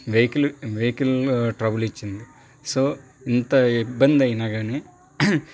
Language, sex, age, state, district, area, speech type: Telugu, male, 30-45, Andhra Pradesh, Nellore, urban, spontaneous